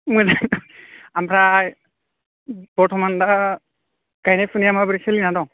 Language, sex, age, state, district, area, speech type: Bodo, male, 18-30, Assam, Kokrajhar, rural, conversation